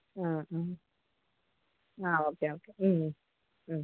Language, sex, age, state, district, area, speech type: Malayalam, female, 30-45, Kerala, Wayanad, rural, conversation